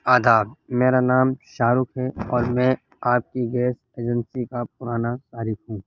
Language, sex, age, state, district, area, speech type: Urdu, male, 18-30, Delhi, North East Delhi, urban, spontaneous